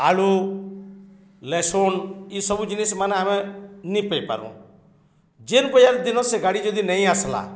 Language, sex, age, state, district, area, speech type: Odia, male, 60+, Odisha, Balangir, urban, spontaneous